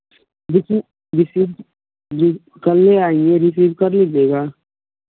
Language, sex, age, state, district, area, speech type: Hindi, male, 18-30, Bihar, Vaishali, rural, conversation